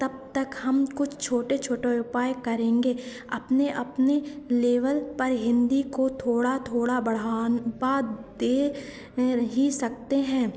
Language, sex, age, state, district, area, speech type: Hindi, female, 18-30, Madhya Pradesh, Hoshangabad, urban, spontaneous